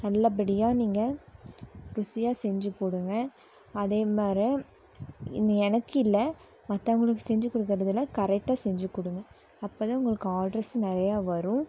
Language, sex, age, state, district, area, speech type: Tamil, female, 18-30, Tamil Nadu, Coimbatore, rural, spontaneous